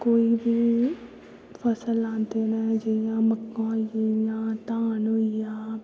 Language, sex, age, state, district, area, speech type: Dogri, female, 18-30, Jammu and Kashmir, Kathua, rural, spontaneous